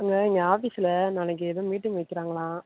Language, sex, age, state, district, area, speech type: Tamil, female, 45-60, Tamil Nadu, Perambalur, urban, conversation